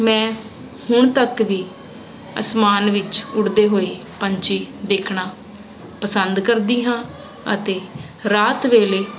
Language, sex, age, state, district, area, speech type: Punjabi, female, 30-45, Punjab, Ludhiana, urban, spontaneous